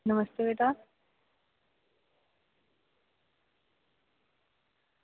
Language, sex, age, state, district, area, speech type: Dogri, female, 18-30, Jammu and Kashmir, Kathua, rural, conversation